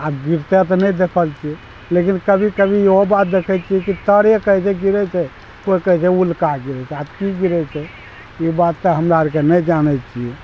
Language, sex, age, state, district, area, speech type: Maithili, male, 60+, Bihar, Araria, rural, spontaneous